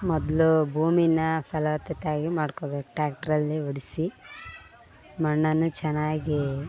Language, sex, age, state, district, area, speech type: Kannada, female, 18-30, Karnataka, Vijayanagara, rural, spontaneous